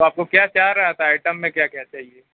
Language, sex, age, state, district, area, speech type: Urdu, male, 30-45, Uttar Pradesh, Mau, urban, conversation